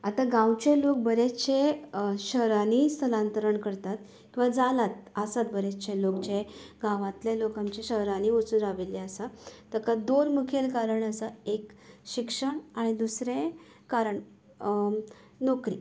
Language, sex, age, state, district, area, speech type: Goan Konkani, female, 30-45, Goa, Canacona, rural, spontaneous